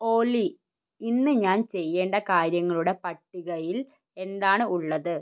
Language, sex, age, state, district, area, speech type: Malayalam, female, 30-45, Kerala, Wayanad, rural, read